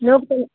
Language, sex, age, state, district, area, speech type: Goan Konkani, female, 30-45, Goa, Murmgao, rural, conversation